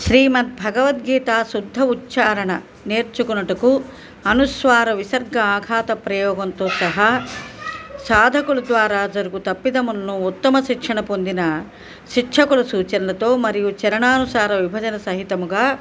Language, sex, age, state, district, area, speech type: Telugu, female, 60+, Andhra Pradesh, Nellore, urban, spontaneous